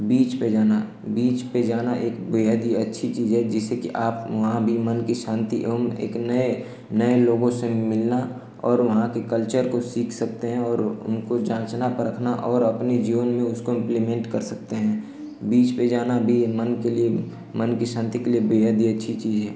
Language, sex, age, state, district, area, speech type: Hindi, male, 18-30, Uttar Pradesh, Ghazipur, rural, spontaneous